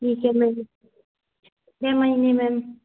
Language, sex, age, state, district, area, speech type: Hindi, female, 45-60, Madhya Pradesh, Gwalior, rural, conversation